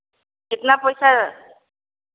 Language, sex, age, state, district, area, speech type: Hindi, female, 60+, Uttar Pradesh, Varanasi, rural, conversation